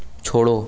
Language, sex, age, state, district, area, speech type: Hindi, male, 18-30, Uttar Pradesh, Varanasi, rural, read